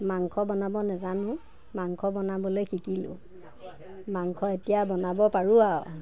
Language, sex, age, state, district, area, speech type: Assamese, female, 30-45, Assam, Nagaon, rural, spontaneous